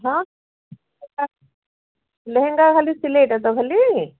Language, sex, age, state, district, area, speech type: Odia, female, 45-60, Odisha, Puri, urban, conversation